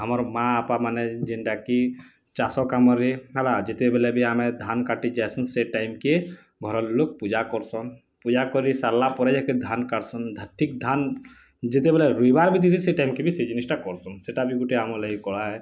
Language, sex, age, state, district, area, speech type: Odia, male, 18-30, Odisha, Bargarh, rural, spontaneous